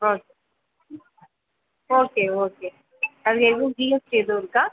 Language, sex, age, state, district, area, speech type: Tamil, female, 30-45, Tamil Nadu, Pudukkottai, rural, conversation